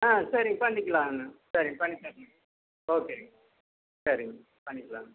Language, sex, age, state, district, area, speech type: Tamil, male, 45-60, Tamil Nadu, Erode, rural, conversation